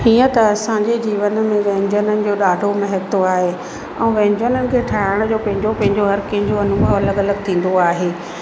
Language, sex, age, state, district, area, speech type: Sindhi, female, 30-45, Madhya Pradesh, Katni, urban, spontaneous